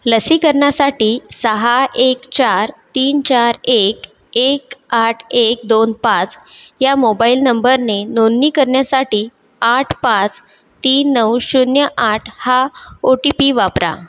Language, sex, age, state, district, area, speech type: Marathi, female, 30-45, Maharashtra, Buldhana, urban, read